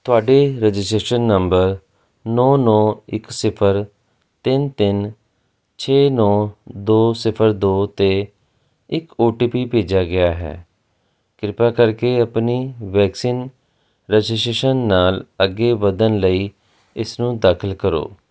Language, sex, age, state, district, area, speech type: Punjabi, male, 30-45, Punjab, Jalandhar, urban, read